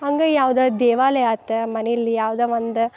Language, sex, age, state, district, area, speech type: Kannada, female, 18-30, Karnataka, Dharwad, urban, spontaneous